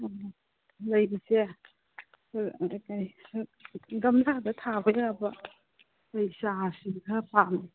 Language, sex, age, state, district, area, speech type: Manipuri, female, 45-60, Manipur, Kangpokpi, urban, conversation